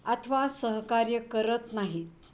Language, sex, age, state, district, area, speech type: Marathi, female, 60+, Maharashtra, Pune, urban, spontaneous